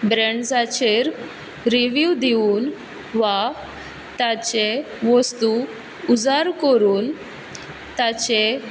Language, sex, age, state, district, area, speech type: Goan Konkani, female, 18-30, Goa, Quepem, rural, spontaneous